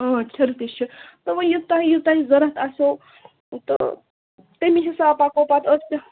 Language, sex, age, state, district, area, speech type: Kashmiri, female, 18-30, Jammu and Kashmir, Ganderbal, rural, conversation